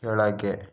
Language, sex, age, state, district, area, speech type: Kannada, male, 45-60, Karnataka, Chikkaballapur, rural, read